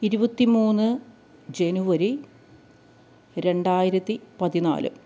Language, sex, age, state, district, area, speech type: Malayalam, female, 30-45, Kerala, Kottayam, rural, spontaneous